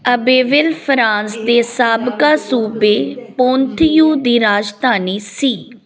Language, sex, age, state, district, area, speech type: Punjabi, female, 30-45, Punjab, Firozpur, urban, read